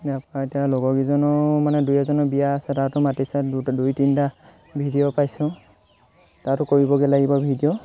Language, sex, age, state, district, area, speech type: Assamese, male, 18-30, Assam, Sivasagar, rural, spontaneous